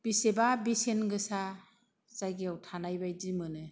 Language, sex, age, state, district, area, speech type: Bodo, female, 45-60, Assam, Kokrajhar, rural, spontaneous